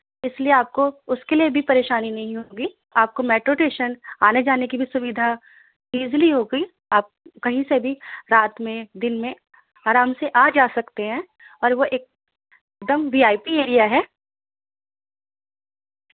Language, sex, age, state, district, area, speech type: Urdu, female, 18-30, Delhi, Central Delhi, urban, conversation